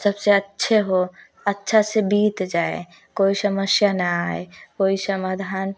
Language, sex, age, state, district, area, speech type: Hindi, female, 18-30, Uttar Pradesh, Prayagraj, rural, spontaneous